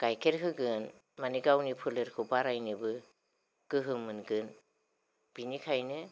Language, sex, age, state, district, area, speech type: Bodo, female, 45-60, Assam, Kokrajhar, rural, spontaneous